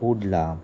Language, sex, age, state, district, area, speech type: Goan Konkani, male, 30-45, Goa, Salcete, rural, spontaneous